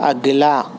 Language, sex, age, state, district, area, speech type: Urdu, male, 18-30, Telangana, Hyderabad, urban, read